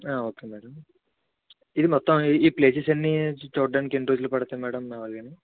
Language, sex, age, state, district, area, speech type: Telugu, male, 60+, Andhra Pradesh, Kakinada, urban, conversation